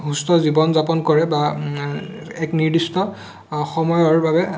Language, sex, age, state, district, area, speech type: Assamese, male, 18-30, Assam, Sonitpur, rural, spontaneous